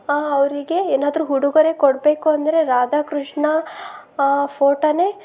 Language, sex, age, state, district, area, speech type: Kannada, female, 30-45, Karnataka, Chitradurga, rural, spontaneous